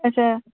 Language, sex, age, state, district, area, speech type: Kashmiri, female, 45-60, Jammu and Kashmir, Ganderbal, rural, conversation